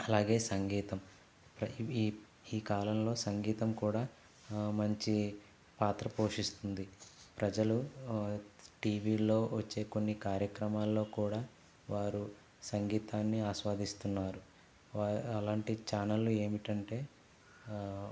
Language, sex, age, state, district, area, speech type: Telugu, male, 60+, Andhra Pradesh, Konaseema, urban, spontaneous